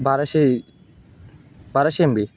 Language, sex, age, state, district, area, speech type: Marathi, male, 18-30, Maharashtra, Sangli, urban, spontaneous